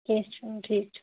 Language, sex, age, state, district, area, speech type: Kashmiri, female, 18-30, Jammu and Kashmir, Budgam, rural, conversation